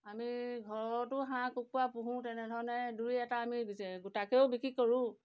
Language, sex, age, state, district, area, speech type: Assamese, female, 45-60, Assam, Golaghat, rural, spontaneous